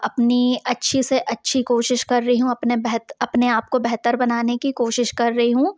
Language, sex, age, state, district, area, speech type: Hindi, female, 30-45, Madhya Pradesh, Jabalpur, urban, spontaneous